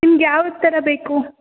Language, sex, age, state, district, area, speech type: Kannada, female, 18-30, Karnataka, Kodagu, rural, conversation